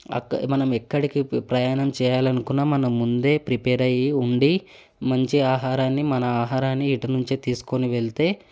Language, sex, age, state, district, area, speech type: Telugu, male, 18-30, Telangana, Hyderabad, urban, spontaneous